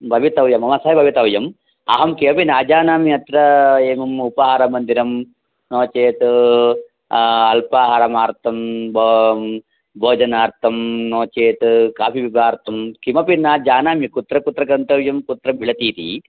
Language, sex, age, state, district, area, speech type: Sanskrit, male, 45-60, Karnataka, Bangalore Urban, urban, conversation